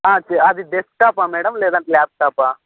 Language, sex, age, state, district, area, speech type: Telugu, male, 30-45, Andhra Pradesh, Anantapur, rural, conversation